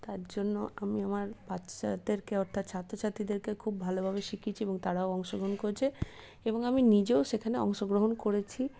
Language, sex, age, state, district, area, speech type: Bengali, female, 30-45, West Bengal, Paschim Bardhaman, urban, spontaneous